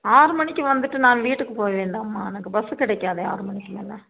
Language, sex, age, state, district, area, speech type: Tamil, female, 30-45, Tamil Nadu, Nilgiris, rural, conversation